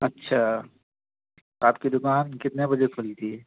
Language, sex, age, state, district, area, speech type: Urdu, male, 30-45, Bihar, Purnia, rural, conversation